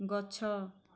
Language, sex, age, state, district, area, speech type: Odia, female, 30-45, Odisha, Bargarh, urban, read